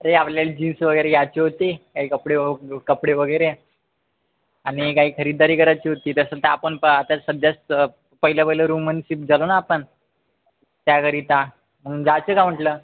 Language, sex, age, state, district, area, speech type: Marathi, male, 18-30, Maharashtra, Wardha, urban, conversation